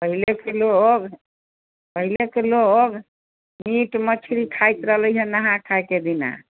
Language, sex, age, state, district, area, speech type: Maithili, female, 60+, Bihar, Sitamarhi, rural, conversation